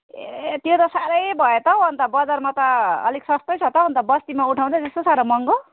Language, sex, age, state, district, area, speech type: Nepali, female, 45-60, West Bengal, Darjeeling, rural, conversation